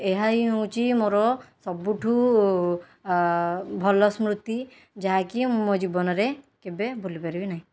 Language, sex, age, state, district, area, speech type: Odia, female, 18-30, Odisha, Khordha, rural, spontaneous